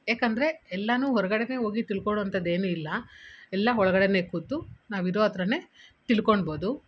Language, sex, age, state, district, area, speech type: Kannada, female, 30-45, Karnataka, Kolar, urban, spontaneous